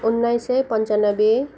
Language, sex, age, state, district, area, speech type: Nepali, female, 18-30, West Bengal, Kalimpong, rural, spontaneous